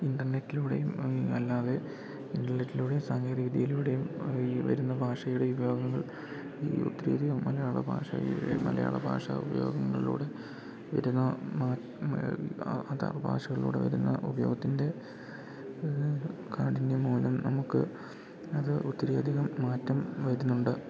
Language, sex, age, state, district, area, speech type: Malayalam, male, 18-30, Kerala, Idukki, rural, spontaneous